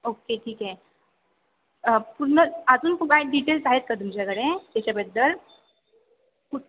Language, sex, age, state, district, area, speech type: Marathi, female, 18-30, Maharashtra, Sindhudurg, rural, conversation